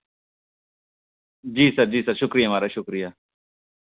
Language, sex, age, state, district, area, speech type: Dogri, male, 30-45, Jammu and Kashmir, Reasi, rural, conversation